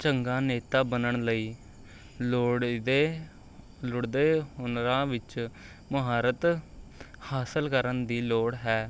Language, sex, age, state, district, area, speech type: Punjabi, male, 18-30, Punjab, Rupnagar, urban, spontaneous